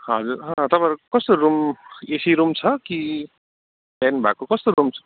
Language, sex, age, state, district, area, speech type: Nepali, male, 30-45, West Bengal, Kalimpong, rural, conversation